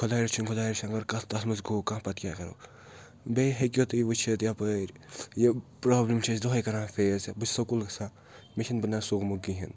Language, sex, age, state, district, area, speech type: Kashmiri, male, 18-30, Jammu and Kashmir, Srinagar, urban, spontaneous